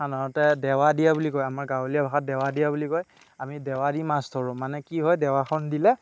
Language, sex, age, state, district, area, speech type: Assamese, male, 45-60, Assam, Darrang, rural, spontaneous